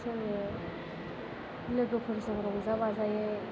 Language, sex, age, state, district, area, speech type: Bodo, female, 18-30, Assam, Chirang, urban, spontaneous